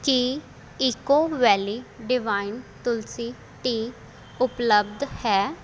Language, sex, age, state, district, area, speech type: Punjabi, female, 18-30, Punjab, Faridkot, rural, read